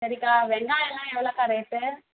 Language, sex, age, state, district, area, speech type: Tamil, female, 30-45, Tamil Nadu, Perambalur, rural, conversation